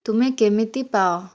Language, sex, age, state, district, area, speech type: Odia, female, 18-30, Odisha, Bhadrak, rural, read